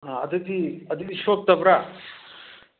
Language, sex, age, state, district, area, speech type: Manipuri, male, 60+, Manipur, Churachandpur, urban, conversation